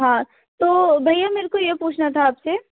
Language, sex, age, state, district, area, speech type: Hindi, female, 18-30, Madhya Pradesh, Hoshangabad, rural, conversation